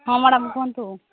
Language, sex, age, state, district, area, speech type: Odia, female, 60+, Odisha, Angul, rural, conversation